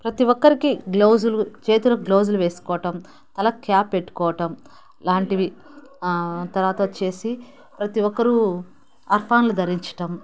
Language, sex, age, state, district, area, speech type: Telugu, female, 30-45, Andhra Pradesh, Nellore, urban, spontaneous